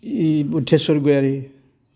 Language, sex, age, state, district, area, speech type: Bodo, male, 60+, Assam, Baksa, rural, spontaneous